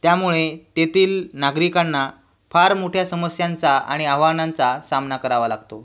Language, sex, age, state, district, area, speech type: Marathi, male, 18-30, Maharashtra, Washim, rural, spontaneous